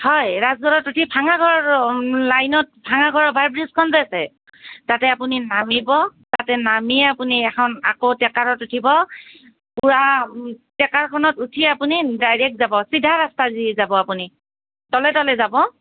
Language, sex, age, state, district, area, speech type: Assamese, female, 45-60, Assam, Kamrup Metropolitan, urban, conversation